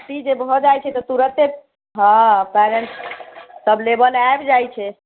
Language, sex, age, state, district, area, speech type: Maithili, female, 30-45, Bihar, Madhubani, rural, conversation